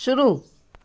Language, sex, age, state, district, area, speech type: Hindi, female, 60+, Madhya Pradesh, Hoshangabad, urban, read